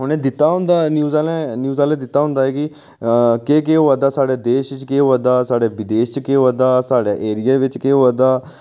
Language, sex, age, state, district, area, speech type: Dogri, male, 30-45, Jammu and Kashmir, Udhampur, rural, spontaneous